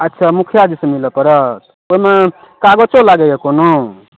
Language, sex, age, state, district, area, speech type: Maithili, male, 45-60, Bihar, Madhepura, rural, conversation